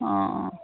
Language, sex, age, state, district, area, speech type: Assamese, female, 30-45, Assam, Dhemaji, rural, conversation